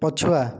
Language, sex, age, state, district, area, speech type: Odia, male, 18-30, Odisha, Dhenkanal, rural, read